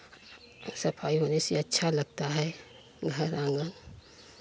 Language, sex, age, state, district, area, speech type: Hindi, female, 45-60, Uttar Pradesh, Chandauli, rural, spontaneous